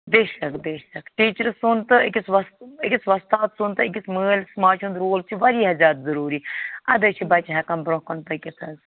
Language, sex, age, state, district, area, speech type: Kashmiri, female, 45-60, Jammu and Kashmir, Bandipora, rural, conversation